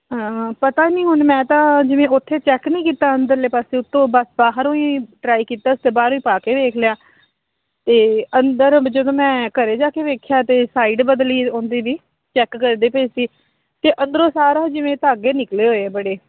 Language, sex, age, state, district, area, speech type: Punjabi, female, 30-45, Punjab, Fazilka, rural, conversation